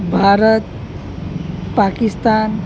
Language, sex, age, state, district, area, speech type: Gujarati, male, 18-30, Gujarat, Anand, rural, spontaneous